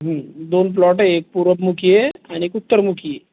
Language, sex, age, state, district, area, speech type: Marathi, male, 30-45, Maharashtra, Jalna, urban, conversation